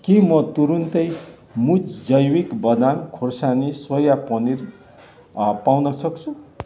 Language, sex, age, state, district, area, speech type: Nepali, male, 60+, West Bengal, Kalimpong, rural, read